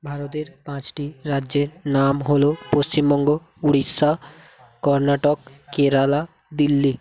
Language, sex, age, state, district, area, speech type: Bengali, male, 18-30, West Bengal, North 24 Parganas, rural, spontaneous